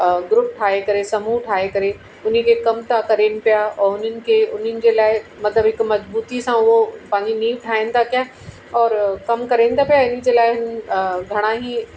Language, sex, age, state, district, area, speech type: Sindhi, female, 45-60, Uttar Pradesh, Lucknow, urban, spontaneous